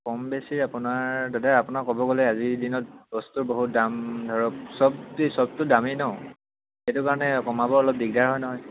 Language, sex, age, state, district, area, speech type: Assamese, male, 18-30, Assam, Sivasagar, urban, conversation